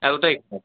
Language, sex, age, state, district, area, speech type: Bengali, male, 18-30, West Bengal, Birbhum, urban, conversation